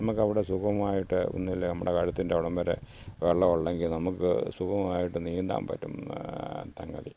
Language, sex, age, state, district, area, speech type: Malayalam, male, 60+, Kerala, Pathanamthitta, rural, spontaneous